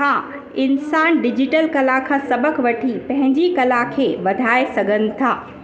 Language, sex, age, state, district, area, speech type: Sindhi, female, 30-45, Uttar Pradesh, Lucknow, urban, spontaneous